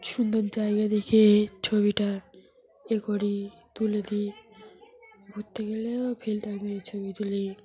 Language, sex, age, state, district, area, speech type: Bengali, female, 18-30, West Bengal, Dakshin Dinajpur, urban, spontaneous